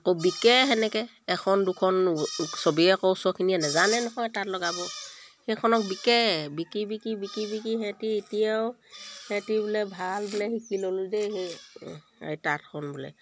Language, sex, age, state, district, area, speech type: Assamese, female, 45-60, Assam, Sivasagar, rural, spontaneous